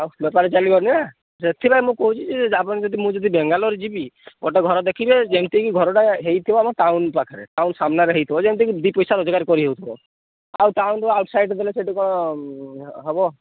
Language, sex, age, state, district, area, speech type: Odia, male, 30-45, Odisha, Sambalpur, rural, conversation